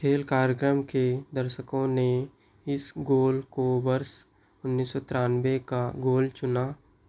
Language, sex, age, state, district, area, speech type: Hindi, male, 18-30, Madhya Pradesh, Seoni, rural, read